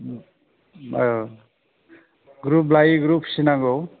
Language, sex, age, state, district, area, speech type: Bodo, male, 30-45, Assam, Kokrajhar, rural, conversation